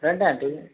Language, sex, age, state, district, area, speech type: Telugu, male, 18-30, Telangana, Mahbubnagar, urban, conversation